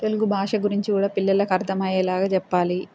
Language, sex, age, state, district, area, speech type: Telugu, female, 30-45, Telangana, Peddapalli, rural, spontaneous